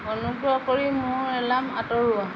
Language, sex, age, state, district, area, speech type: Assamese, female, 45-60, Assam, Lakhimpur, rural, read